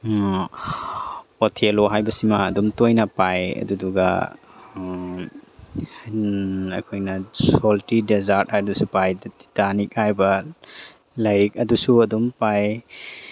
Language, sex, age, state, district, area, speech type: Manipuri, male, 30-45, Manipur, Tengnoupal, urban, spontaneous